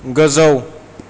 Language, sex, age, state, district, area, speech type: Bodo, male, 18-30, Assam, Kokrajhar, rural, read